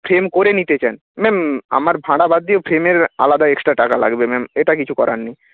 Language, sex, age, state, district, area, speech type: Bengali, male, 30-45, West Bengal, Nadia, rural, conversation